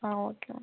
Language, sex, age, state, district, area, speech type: Kannada, female, 18-30, Karnataka, Chamarajanagar, rural, conversation